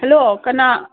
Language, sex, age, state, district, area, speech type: Manipuri, female, 60+, Manipur, Imphal East, rural, conversation